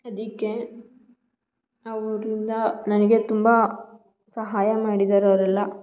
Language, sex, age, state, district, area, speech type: Kannada, female, 18-30, Karnataka, Hassan, rural, spontaneous